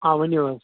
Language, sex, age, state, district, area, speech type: Kashmiri, male, 30-45, Jammu and Kashmir, Srinagar, urban, conversation